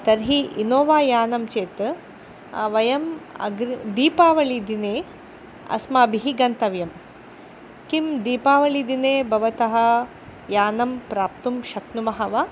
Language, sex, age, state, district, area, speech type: Sanskrit, female, 45-60, Karnataka, Udupi, urban, spontaneous